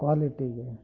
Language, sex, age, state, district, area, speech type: Kannada, male, 45-60, Karnataka, Bidar, urban, spontaneous